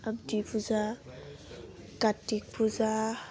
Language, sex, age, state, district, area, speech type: Bodo, female, 18-30, Assam, Udalguri, urban, spontaneous